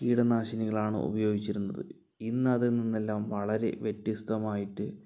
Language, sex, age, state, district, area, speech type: Malayalam, male, 60+, Kerala, Palakkad, rural, spontaneous